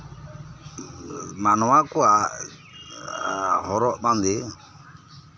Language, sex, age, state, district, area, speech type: Santali, male, 45-60, West Bengal, Birbhum, rural, spontaneous